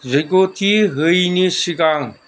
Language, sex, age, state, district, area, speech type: Bodo, male, 60+, Assam, Kokrajhar, rural, spontaneous